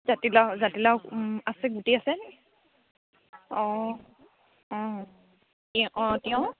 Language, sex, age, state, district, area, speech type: Assamese, female, 30-45, Assam, Charaideo, rural, conversation